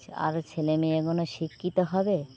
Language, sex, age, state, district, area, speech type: Bengali, female, 45-60, West Bengal, Birbhum, urban, spontaneous